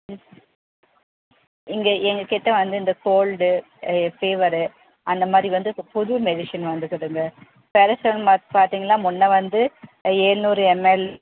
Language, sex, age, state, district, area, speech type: Tamil, female, 30-45, Tamil Nadu, Tirupattur, rural, conversation